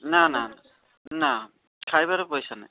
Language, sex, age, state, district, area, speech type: Odia, male, 30-45, Odisha, Puri, urban, conversation